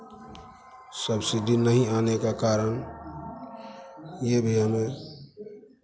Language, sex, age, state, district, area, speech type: Hindi, male, 30-45, Bihar, Madhepura, rural, spontaneous